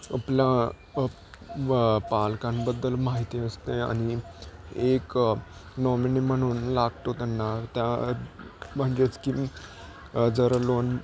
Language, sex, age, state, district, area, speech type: Marathi, male, 18-30, Maharashtra, Nashik, urban, spontaneous